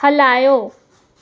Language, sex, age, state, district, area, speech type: Sindhi, female, 18-30, Maharashtra, Mumbai Suburban, urban, read